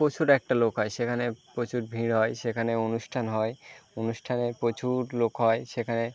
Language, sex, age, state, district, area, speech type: Bengali, male, 18-30, West Bengal, Birbhum, urban, spontaneous